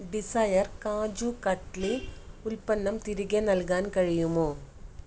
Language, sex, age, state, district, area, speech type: Malayalam, female, 30-45, Kerala, Kannur, rural, read